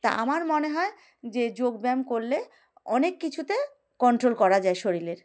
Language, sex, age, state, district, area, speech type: Bengali, female, 30-45, West Bengal, Darjeeling, urban, spontaneous